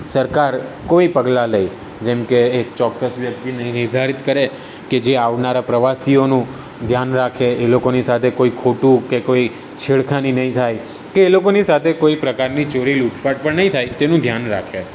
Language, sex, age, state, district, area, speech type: Gujarati, male, 18-30, Gujarat, Surat, urban, spontaneous